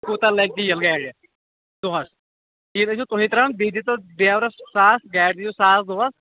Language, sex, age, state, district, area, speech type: Kashmiri, male, 18-30, Jammu and Kashmir, Kulgam, rural, conversation